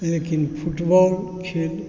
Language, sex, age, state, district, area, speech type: Maithili, male, 60+, Bihar, Supaul, rural, spontaneous